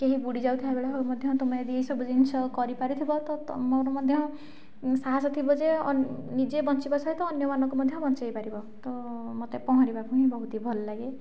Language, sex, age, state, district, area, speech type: Odia, female, 45-60, Odisha, Nayagarh, rural, spontaneous